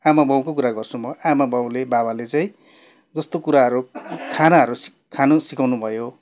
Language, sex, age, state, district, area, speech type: Nepali, male, 45-60, West Bengal, Darjeeling, rural, spontaneous